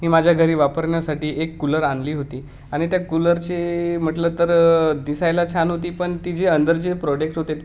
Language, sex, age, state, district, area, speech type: Marathi, male, 18-30, Maharashtra, Gadchiroli, rural, spontaneous